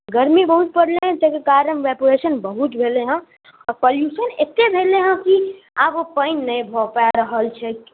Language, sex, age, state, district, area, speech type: Maithili, male, 18-30, Bihar, Muzaffarpur, urban, conversation